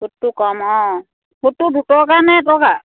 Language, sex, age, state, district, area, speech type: Assamese, female, 30-45, Assam, Sivasagar, rural, conversation